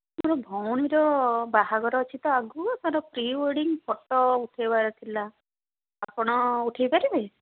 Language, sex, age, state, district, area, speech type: Odia, female, 30-45, Odisha, Puri, urban, conversation